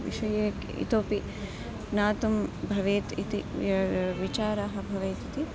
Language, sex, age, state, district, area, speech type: Sanskrit, female, 45-60, Karnataka, Dharwad, urban, spontaneous